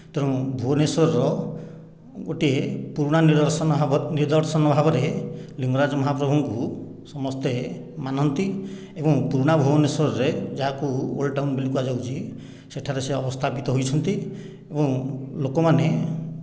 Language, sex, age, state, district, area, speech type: Odia, male, 60+, Odisha, Khordha, rural, spontaneous